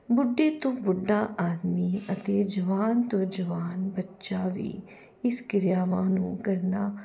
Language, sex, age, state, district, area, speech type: Punjabi, female, 45-60, Punjab, Jalandhar, urban, spontaneous